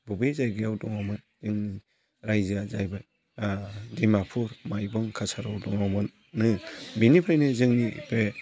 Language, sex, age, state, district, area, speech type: Bodo, male, 45-60, Assam, Chirang, rural, spontaneous